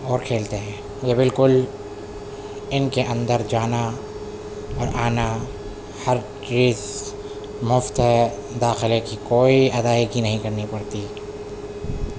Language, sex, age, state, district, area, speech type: Urdu, male, 18-30, Delhi, Central Delhi, urban, spontaneous